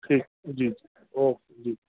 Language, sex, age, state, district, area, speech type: Sindhi, male, 30-45, Rajasthan, Ajmer, urban, conversation